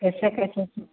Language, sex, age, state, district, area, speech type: Hindi, female, 45-60, Bihar, Begusarai, rural, conversation